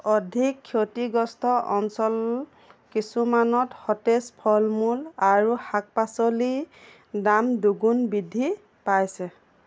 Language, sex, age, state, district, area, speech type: Assamese, female, 45-60, Assam, Golaghat, rural, read